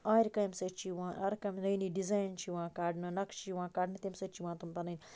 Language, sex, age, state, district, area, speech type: Kashmiri, female, 45-60, Jammu and Kashmir, Baramulla, rural, spontaneous